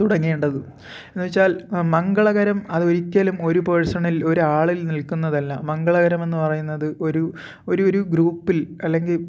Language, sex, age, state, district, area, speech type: Malayalam, male, 18-30, Kerala, Thiruvananthapuram, rural, spontaneous